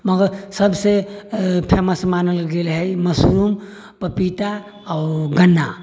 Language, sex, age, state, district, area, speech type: Maithili, male, 60+, Bihar, Sitamarhi, rural, spontaneous